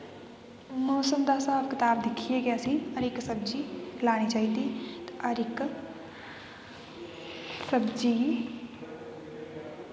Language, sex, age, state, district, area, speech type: Dogri, female, 18-30, Jammu and Kashmir, Kathua, rural, spontaneous